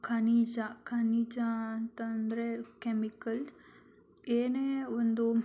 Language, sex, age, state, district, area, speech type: Kannada, female, 18-30, Karnataka, Tumkur, urban, spontaneous